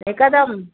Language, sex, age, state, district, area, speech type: Sindhi, female, 60+, Maharashtra, Thane, urban, conversation